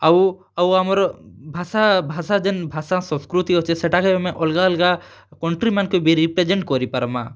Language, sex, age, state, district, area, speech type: Odia, male, 30-45, Odisha, Kalahandi, rural, spontaneous